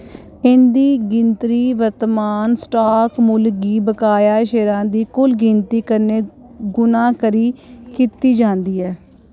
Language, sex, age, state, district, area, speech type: Dogri, female, 45-60, Jammu and Kashmir, Kathua, rural, read